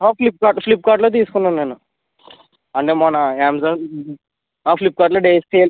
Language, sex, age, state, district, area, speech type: Telugu, male, 30-45, Andhra Pradesh, West Godavari, rural, conversation